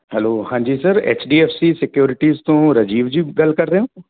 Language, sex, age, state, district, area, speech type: Punjabi, male, 45-60, Punjab, Patiala, urban, conversation